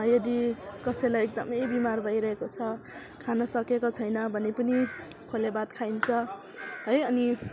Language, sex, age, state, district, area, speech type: Nepali, female, 18-30, West Bengal, Alipurduar, rural, spontaneous